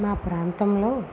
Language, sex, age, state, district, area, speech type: Telugu, female, 18-30, Andhra Pradesh, Visakhapatnam, rural, spontaneous